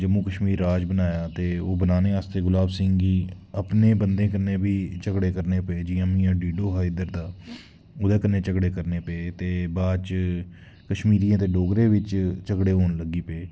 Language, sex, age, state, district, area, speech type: Dogri, male, 30-45, Jammu and Kashmir, Udhampur, rural, spontaneous